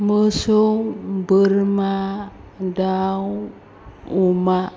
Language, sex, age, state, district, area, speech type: Bodo, female, 60+, Assam, Chirang, rural, spontaneous